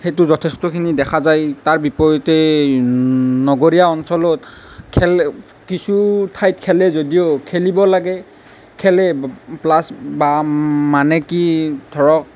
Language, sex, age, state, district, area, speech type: Assamese, male, 18-30, Assam, Nalbari, rural, spontaneous